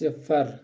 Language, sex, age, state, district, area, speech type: Kashmiri, male, 18-30, Jammu and Kashmir, Kulgam, rural, read